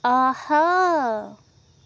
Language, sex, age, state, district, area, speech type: Kashmiri, female, 45-60, Jammu and Kashmir, Srinagar, urban, read